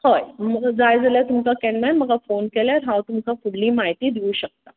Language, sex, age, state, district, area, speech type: Goan Konkani, female, 45-60, Goa, Tiswadi, rural, conversation